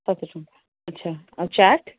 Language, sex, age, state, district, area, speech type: Odia, female, 45-60, Odisha, Sundergarh, rural, conversation